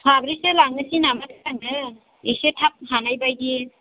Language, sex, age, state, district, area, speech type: Bodo, female, 30-45, Assam, Chirang, urban, conversation